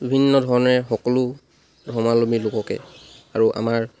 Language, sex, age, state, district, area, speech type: Assamese, male, 45-60, Assam, Charaideo, rural, spontaneous